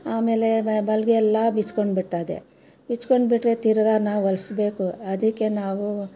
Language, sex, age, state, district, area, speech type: Kannada, female, 60+, Karnataka, Bangalore Rural, rural, spontaneous